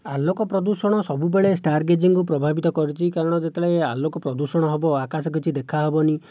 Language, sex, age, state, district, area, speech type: Odia, male, 18-30, Odisha, Jajpur, rural, spontaneous